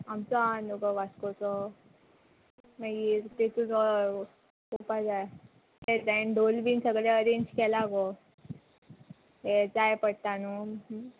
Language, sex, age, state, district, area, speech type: Goan Konkani, female, 18-30, Goa, Murmgao, urban, conversation